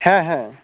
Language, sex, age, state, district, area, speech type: Santali, male, 18-30, West Bengal, Jhargram, rural, conversation